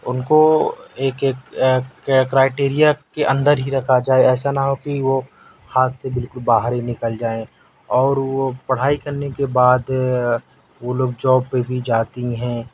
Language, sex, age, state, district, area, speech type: Urdu, male, 18-30, Delhi, South Delhi, urban, spontaneous